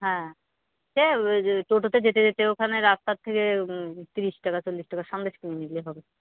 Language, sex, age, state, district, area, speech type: Bengali, female, 45-60, West Bengal, Purba Bardhaman, rural, conversation